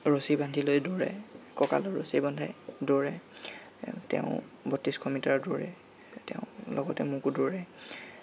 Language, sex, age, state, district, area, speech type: Assamese, male, 18-30, Assam, Lakhimpur, rural, spontaneous